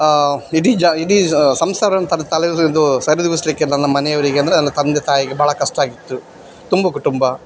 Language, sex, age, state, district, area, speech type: Kannada, male, 45-60, Karnataka, Dakshina Kannada, rural, spontaneous